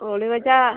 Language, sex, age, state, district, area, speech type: Malayalam, female, 18-30, Kerala, Kasaragod, rural, conversation